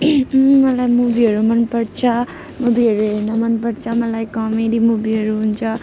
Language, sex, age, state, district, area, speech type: Nepali, female, 18-30, West Bengal, Jalpaiguri, urban, spontaneous